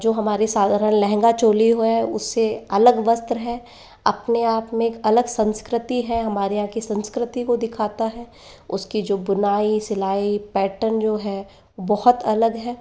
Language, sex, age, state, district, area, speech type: Hindi, female, 18-30, Rajasthan, Jaipur, urban, spontaneous